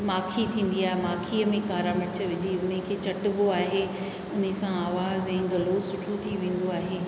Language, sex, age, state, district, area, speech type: Sindhi, female, 60+, Rajasthan, Ajmer, urban, spontaneous